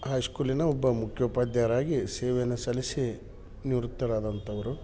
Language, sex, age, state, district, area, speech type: Kannada, male, 45-60, Karnataka, Dharwad, rural, spontaneous